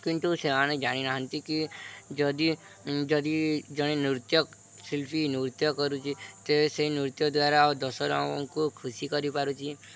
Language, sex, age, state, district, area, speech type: Odia, male, 18-30, Odisha, Subarnapur, urban, spontaneous